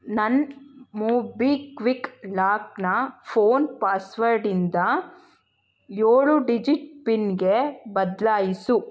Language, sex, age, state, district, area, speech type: Kannada, female, 18-30, Karnataka, Tumkur, rural, read